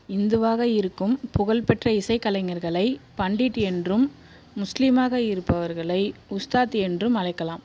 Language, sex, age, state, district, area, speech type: Tamil, female, 18-30, Tamil Nadu, Tiruchirappalli, rural, read